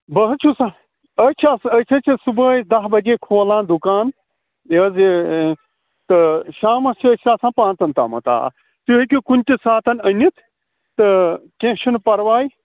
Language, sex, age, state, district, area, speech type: Kashmiri, male, 45-60, Jammu and Kashmir, Srinagar, rural, conversation